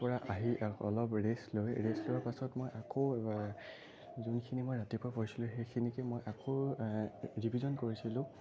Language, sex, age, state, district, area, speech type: Assamese, male, 30-45, Assam, Sonitpur, urban, spontaneous